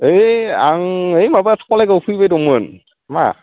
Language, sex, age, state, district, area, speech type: Bodo, male, 30-45, Assam, Udalguri, rural, conversation